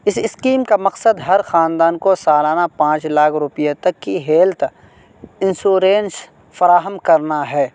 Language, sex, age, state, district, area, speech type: Urdu, male, 18-30, Uttar Pradesh, Saharanpur, urban, spontaneous